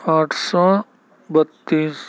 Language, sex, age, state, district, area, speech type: Urdu, male, 30-45, Uttar Pradesh, Gautam Buddha Nagar, rural, spontaneous